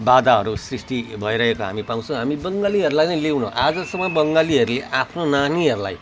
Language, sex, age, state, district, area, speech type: Nepali, male, 45-60, West Bengal, Jalpaiguri, urban, spontaneous